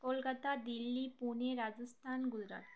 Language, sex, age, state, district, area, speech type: Bengali, female, 18-30, West Bengal, Uttar Dinajpur, urban, spontaneous